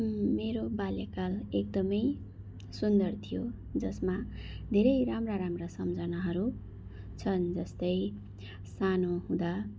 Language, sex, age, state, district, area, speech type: Nepali, female, 45-60, West Bengal, Darjeeling, rural, spontaneous